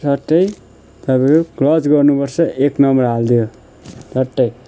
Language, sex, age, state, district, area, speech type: Nepali, male, 30-45, West Bengal, Kalimpong, rural, spontaneous